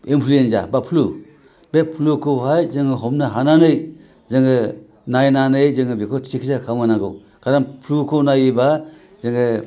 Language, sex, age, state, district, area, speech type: Bodo, male, 60+, Assam, Chirang, rural, spontaneous